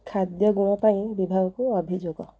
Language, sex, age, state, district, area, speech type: Odia, female, 30-45, Odisha, Kendrapara, urban, read